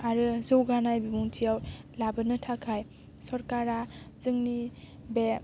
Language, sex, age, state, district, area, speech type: Bodo, female, 18-30, Assam, Baksa, rural, spontaneous